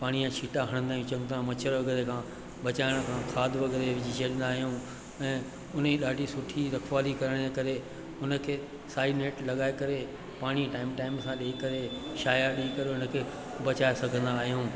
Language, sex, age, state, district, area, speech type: Sindhi, male, 60+, Madhya Pradesh, Katni, urban, spontaneous